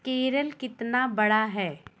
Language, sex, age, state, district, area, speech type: Hindi, female, 30-45, Uttar Pradesh, Bhadohi, urban, read